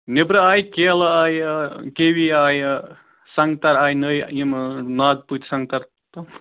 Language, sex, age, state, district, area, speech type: Kashmiri, male, 30-45, Jammu and Kashmir, Srinagar, urban, conversation